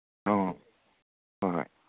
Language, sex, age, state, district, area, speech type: Manipuri, male, 45-60, Manipur, Kangpokpi, urban, conversation